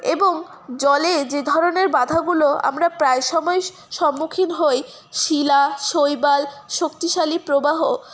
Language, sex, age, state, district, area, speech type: Bengali, female, 18-30, West Bengal, Paschim Bardhaman, rural, spontaneous